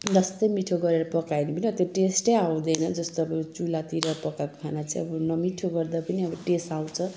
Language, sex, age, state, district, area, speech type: Nepali, female, 45-60, West Bengal, Jalpaiguri, rural, spontaneous